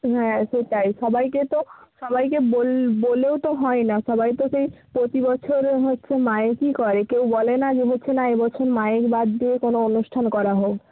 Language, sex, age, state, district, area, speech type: Bengali, female, 30-45, West Bengal, Bankura, urban, conversation